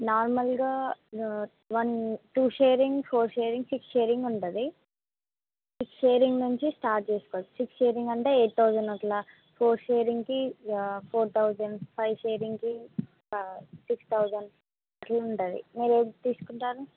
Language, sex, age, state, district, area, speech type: Telugu, female, 18-30, Telangana, Mahbubnagar, urban, conversation